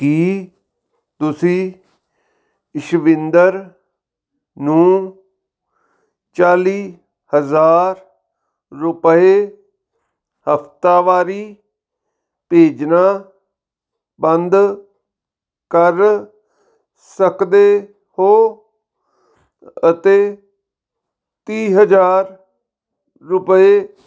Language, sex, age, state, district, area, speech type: Punjabi, male, 45-60, Punjab, Fazilka, rural, read